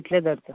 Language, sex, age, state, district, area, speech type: Goan Konkani, male, 18-30, Goa, Bardez, urban, conversation